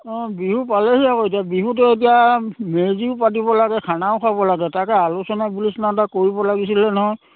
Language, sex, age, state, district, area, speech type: Assamese, male, 60+, Assam, Dhemaji, rural, conversation